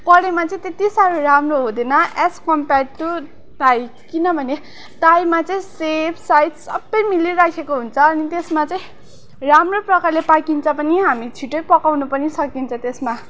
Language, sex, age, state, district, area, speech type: Nepali, female, 18-30, West Bengal, Darjeeling, rural, spontaneous